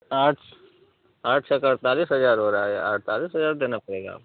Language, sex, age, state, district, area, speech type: Hindi, male, 30-45, Uttar Pradesh, Mau, rural, conversation